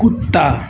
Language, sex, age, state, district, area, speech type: Hindi, male, 60+, Uttar Pradesh, Azamgarh, rural, read